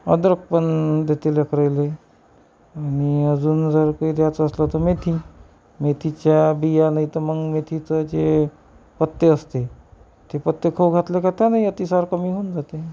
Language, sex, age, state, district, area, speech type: Marathi, male, 60+, Maharashtra, Amravati, rural, spontaneous